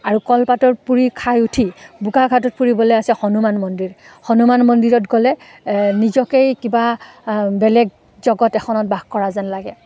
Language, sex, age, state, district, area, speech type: Assamese, female, 30-45, Assam, Udalguri, rural, spontaneous